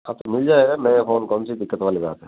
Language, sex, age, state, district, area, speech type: Hindi, male, 30-45, Rajasthan, Nagaur, rural, conversation